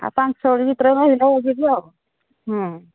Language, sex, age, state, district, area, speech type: Odia, female, 60+, Odisha, Angul, rural, conversation